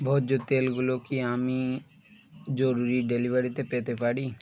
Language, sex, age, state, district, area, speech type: Bengali, male, 18-30, West Bengal, Birbhum, urban, read